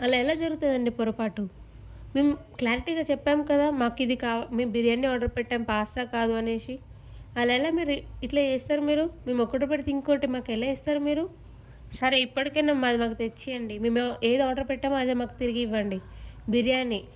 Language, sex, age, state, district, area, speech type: Telugu, female, 18-30, Telangana, Peddapalli, rural, spontaneous